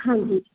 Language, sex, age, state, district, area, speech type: Punjabi, female, 30-45, Punjab, Firozpur, rural, conversation